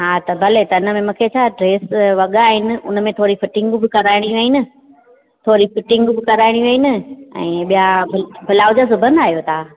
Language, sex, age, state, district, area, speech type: Sindhi, female, 30-45, Gujarat, Junagadh, urban, conversation